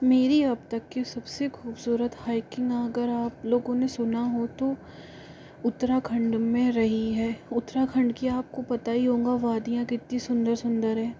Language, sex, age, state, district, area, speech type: Hindi, female, 45-60, Rajasthan, Jaipur, urban, spontaneous